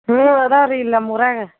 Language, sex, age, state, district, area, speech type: Kannada, female, 45-60, Karnataka, Gadag, rural, conversation